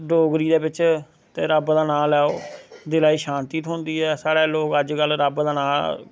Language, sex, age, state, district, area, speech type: Dogri, male, 30-45, Jammu and Kashmir, Samba, rural, spontaneous